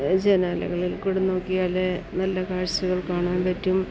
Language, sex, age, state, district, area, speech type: Malayalam, female, 60+, Kerala, Idukki, rural, spontaneous